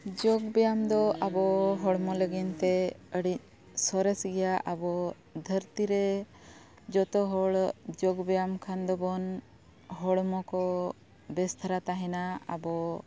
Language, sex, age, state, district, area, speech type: Santali, female, 30-45, Jharkhand, Bokaro, rural, spontaneous